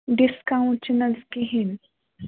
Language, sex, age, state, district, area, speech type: Kashmiri, female, 30-45, Jammu and Kashmir, Baramulla, rural, conversation